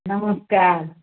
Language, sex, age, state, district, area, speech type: Odia, female, 60+, Odisha, Angul, rural, conversation